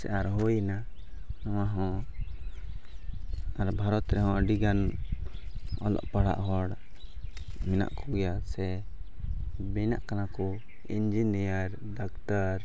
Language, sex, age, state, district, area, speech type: Santali, male, 18-30, Jharkhand, Pakur, rural, spontaneous